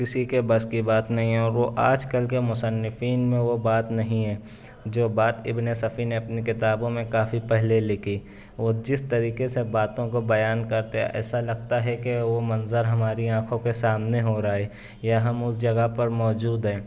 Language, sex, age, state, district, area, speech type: Urdu, male, 18-30, Maharashtra, Nashik, urban, spontaneous